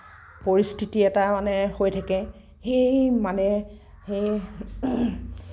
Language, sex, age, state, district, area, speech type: Assamese, female, 18-30, Assam, Nagaon, rural, spontaneous